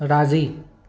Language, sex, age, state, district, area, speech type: Sindhi, male, 18-30, Maharashtra, Thane, urban, read